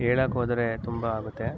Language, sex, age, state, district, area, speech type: Kannada, male, 18-30, Karnataka, Mysore, urban, spontaneous